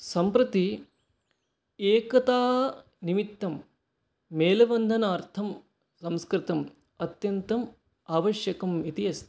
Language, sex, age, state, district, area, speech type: Sanskrit, male, 18-30, West Bengal, Alipurduar, rural, spontaneous